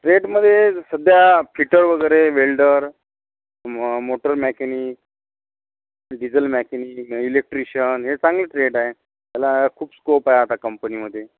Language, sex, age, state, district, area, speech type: Marathi, male, 60+, Maharashtra, Amravati, rural, conversation